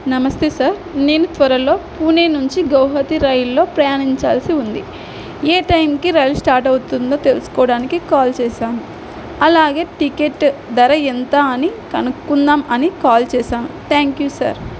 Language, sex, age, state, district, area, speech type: Telugu, female, 18-30, Andhra Pradesh, Nandyal, urban, spontaneous